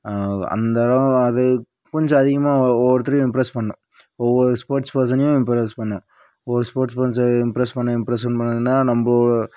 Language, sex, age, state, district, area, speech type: Tamil, female, 18-30, Tamil Nadu, Dharmapuri, rural, spontaneous